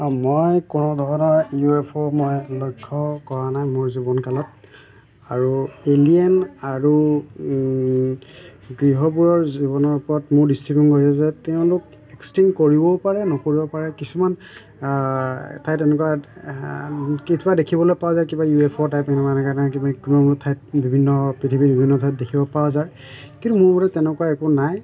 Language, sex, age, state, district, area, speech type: Assamese, male, 45-60, Assam, Nagaon, rural, spontaneous